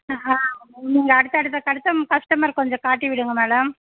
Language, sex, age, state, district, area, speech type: Tamil, female, 60+, Tamil Nadu, Mayiladuthurai, rural, conversation